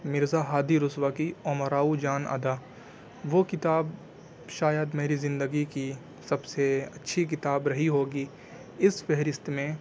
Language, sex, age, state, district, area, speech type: Urdu, male, 18-30, Delhi, South Delhi, urban, spontaneous